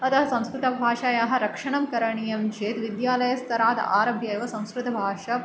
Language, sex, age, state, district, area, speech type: Sanskrit, female, 18-30, Andhra Pradesh, Chittoor, urban, spontaneous